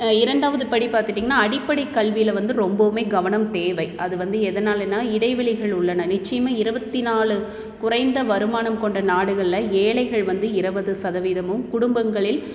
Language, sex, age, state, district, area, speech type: Tamil, female, 30-45, Tamil Nadu, Tiruppur, urban, spontaneous